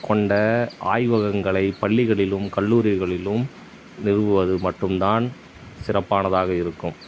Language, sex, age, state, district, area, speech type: Tamil, male, 30-45, Tamil Nadu, Tiruvannamalai, rural, spontaneous